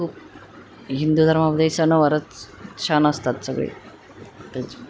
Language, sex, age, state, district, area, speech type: Marathi, female, 45-60, Maharashtra, Nanded, rural, spontaneous